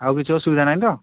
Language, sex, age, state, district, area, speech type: Odia, male, 45-60, Odisha, Angul, rural, conversation